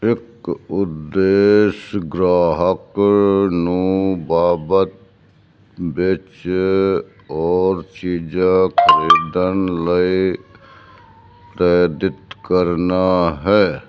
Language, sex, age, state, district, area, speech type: Punjabi, male, 60+, Punjab, Fazilka, rural, read